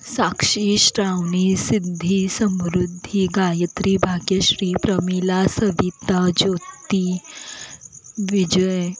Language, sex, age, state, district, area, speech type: Marathi, female, 18-30, Maharashtra, Kolhapur, urban, spontaneous